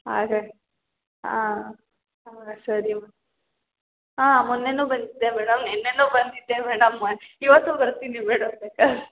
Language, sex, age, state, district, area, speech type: Kannada, female, 18-30, Karnataka, Hassan, rural, conversation